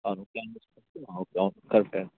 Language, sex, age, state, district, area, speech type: Telugu, male, 45-60, Telangana, Peddapalli, urban, conversation